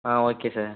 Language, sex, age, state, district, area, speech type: Tamil, male, 18-30, Tamil Nadu, Tiruchirappalli, rural, conversation